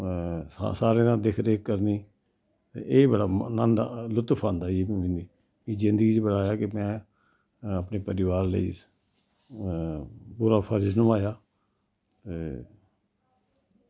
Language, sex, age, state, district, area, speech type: Dogri, male, 60+, Jammu and Kashmir, Samba, rural, spontaneous